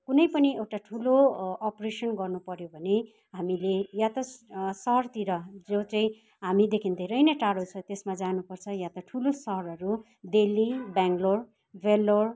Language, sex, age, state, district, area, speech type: Nepali, female, 45-60, West Bengal, Kalimpong, rural, spontaneous